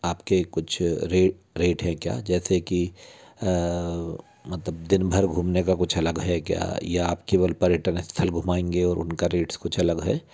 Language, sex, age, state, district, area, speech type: Hindi, male, 60+, Madhya Pradesh, Bhopal, urban, spontaneous